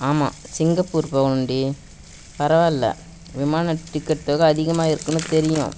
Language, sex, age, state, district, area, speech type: Tamil, female, 60+, Tamil Nadu, Kallakurichi, rural, spontaneous